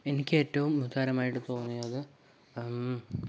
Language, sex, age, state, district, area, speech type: Malayalam, male, 18-30, Kerala, Kozhikode, urban, spontaneous